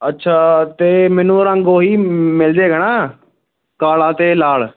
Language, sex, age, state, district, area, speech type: Punjabi, male, 18-30, Punjab, Gurdaspur, rural, conversation